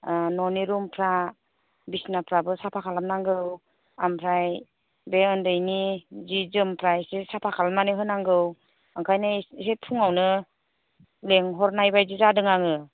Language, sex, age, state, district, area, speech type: Bodo, female, 45-60, Assam, Kokrajhar, rural, conversation